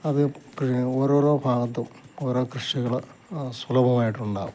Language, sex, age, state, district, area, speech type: Malayalam, male, 60+, Kerala, Idukki, rural, spontaneous